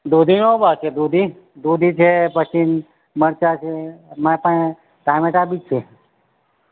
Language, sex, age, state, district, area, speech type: Gujarati, male, 45-60, Gujarat, Narmada, rural, conversation